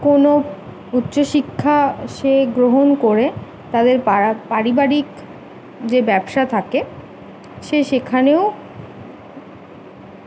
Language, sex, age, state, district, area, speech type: Bengali, female, 18-30, West Bengal, Kolkata, urban, spontaneous